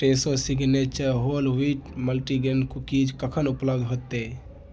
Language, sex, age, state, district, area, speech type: Maithili, male, 18-30, Bihar, Darbhanga, rural, read